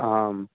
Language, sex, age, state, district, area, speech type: Sanskrit, male, 18-30, Bihar, Samastipur, rural, conversation